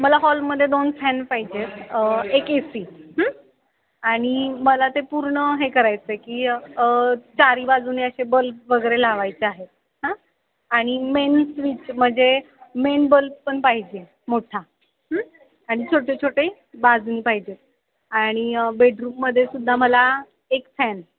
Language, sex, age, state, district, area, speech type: Marathi, female, 18-30, Maharashtra, Satara, urban, conversation